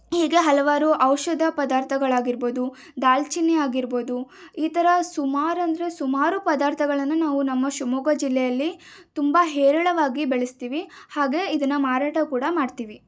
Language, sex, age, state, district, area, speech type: Kannada, female, 18-30, Karnataka, Shimoga, rural, spontaneous